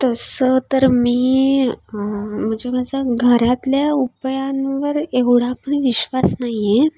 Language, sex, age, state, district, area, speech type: Marathi, female, 18-30, Maharashtra, Sindhudurg, rural, spontaneous